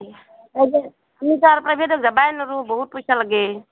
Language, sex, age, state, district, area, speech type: Assamese, female, 30-45, Assam, Barpeta, rural, conversation